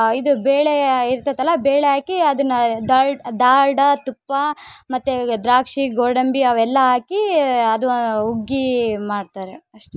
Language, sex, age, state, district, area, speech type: Kannada, female, 18-30, Karnataka, Vijayanagara, rural, spontaneous